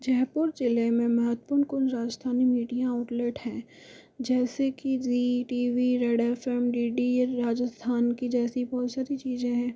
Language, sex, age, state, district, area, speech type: Hindi, male, 60+, Rajasthan, Jaipur, urban, spontaneous